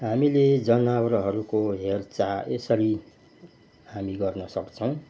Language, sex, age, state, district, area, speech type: Nepali, male, 60+, West Bengal, Kalimpong, rural, spontaneous